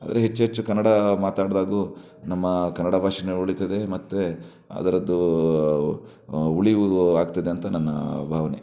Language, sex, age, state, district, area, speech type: Kannada, male, 30-45, Karnataka, Shimoga, rural, spontaneous